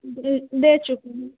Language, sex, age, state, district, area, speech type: Hindi, female, 18-30, Bihar, Begusarai, urban, conversation